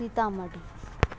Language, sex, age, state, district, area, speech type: Urdu, female, 45-60, Bihar, Darbhanga, rural, spontaneous